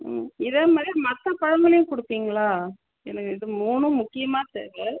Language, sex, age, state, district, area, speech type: Tamil, female, 30-45, Tamil Nadu, Tiruchirappalli, rural, conversation